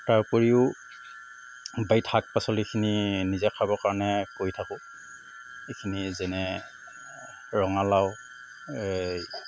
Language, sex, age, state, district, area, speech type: Assamese, male, 45-60, Assam, Tinsukia, rural, spontaneous